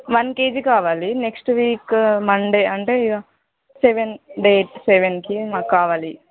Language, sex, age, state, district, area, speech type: Telugu, female, 18-30, Telangana, Mahabubabad, rural, conversation